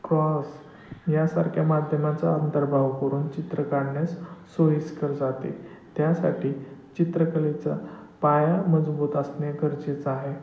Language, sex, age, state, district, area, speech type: Marathi, male, 30-45, Maharashtra, Satara, urban, spontaneous